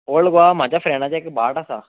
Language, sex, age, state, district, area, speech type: Goan Konkani, male, 18-30, Goa, Bardez, urban, conversation